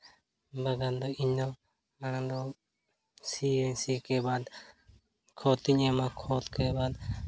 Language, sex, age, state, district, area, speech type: Santali, male, 30-45, Jharkhand, Seraikela Kharsawan, rural, spontaneous